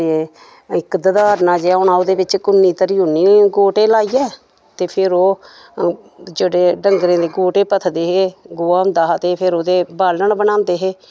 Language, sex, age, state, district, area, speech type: Dogri, female, 60+, Jammu and Kashmir, Samba, rural, spontaneous